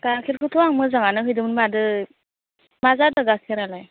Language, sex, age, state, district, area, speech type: Bodo, female, 18-30, Assam, Baksa, rural, conversation